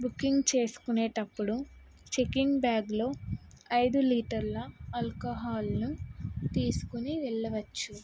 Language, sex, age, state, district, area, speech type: Telugu, female, 18-30, Telangana, Karimnagar, urban, spontaneous